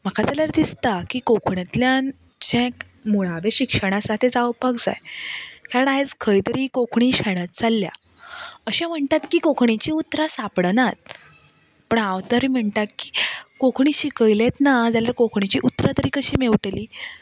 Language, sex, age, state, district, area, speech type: Goan Konkani, female, 18-30, Goa, Canacona, rural, spontaneous